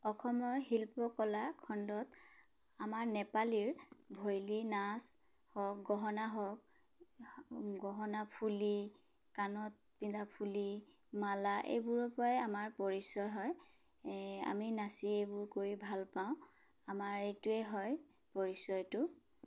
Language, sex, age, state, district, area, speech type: Assamese, female, 30-45, Assam, Dibrugarh, urban, spontaneous